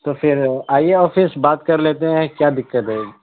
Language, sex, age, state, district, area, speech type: Urdu, male, 30-45, Bihar, Araria, rural, conversation